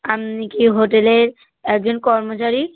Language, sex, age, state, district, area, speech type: Bengali, female, 18-30, West Bengal, North 24 Parganas, rural, conversation